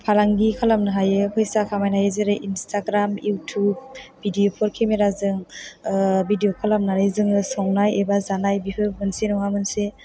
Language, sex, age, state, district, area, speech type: Bodo, female, 18-30, Assam, Chirang, urban, spontaneous